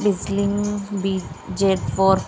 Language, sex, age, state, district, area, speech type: Telugu, female, 18-30, Telangana, Karimnagar, rural, spontaneous